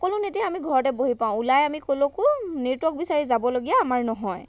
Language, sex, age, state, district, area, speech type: Assamese, female, 45-60, Assam, Lakhimpur, rural, spontaneous